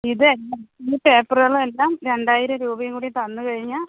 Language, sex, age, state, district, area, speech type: Malayalam, female, 60+, Kerala, Palakkad, rural, conversation